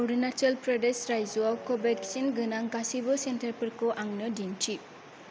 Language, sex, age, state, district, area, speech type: Bodo, female, 18-30, Assam, Kokrajhar, rural, read